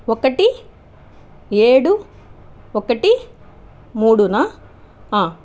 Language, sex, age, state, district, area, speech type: Telugu, female, 30-45, Andhra Pradesh, Chittoor, urban, spontaneous